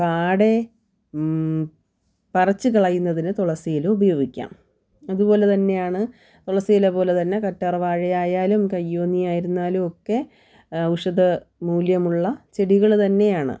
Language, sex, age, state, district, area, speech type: Malayalam, female, 30-45, Kerala, Thiruvananthapuram, rural, spontaneous